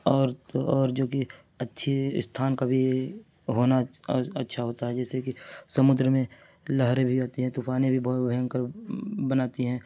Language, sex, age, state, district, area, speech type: Urdu, male, 30-45, Uttar Pradesh, Mirzapur, rural, spontaneous